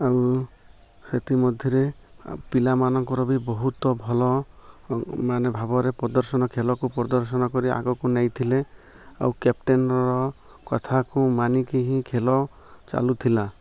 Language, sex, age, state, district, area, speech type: Odia, male, 30-45, Odisha, Malkangiri, urban, spontaneous